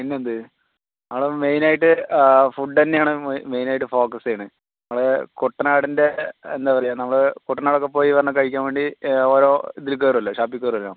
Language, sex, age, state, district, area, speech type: Malayalam, male, 60+, Kerala, Palakkad, rural, conversation